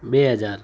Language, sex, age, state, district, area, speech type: Gujarati, male, 30-45, Gujarat, Ahmedabad, urban, spontaneous